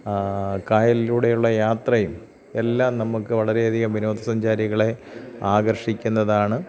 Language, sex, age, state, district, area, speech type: Malayalam, male, 45-60, Kerala, Thiruvananthapuram, rural, spontaneous